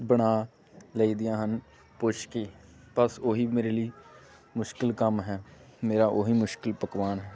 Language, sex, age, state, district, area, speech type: Punjabi, male, 18-30, Punjab, Amritsar, rural, spontaneous